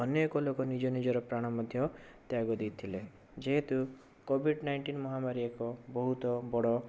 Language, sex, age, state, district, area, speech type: Odia, male, 18-30, Odisha, Bhadrak, rural, spontaneous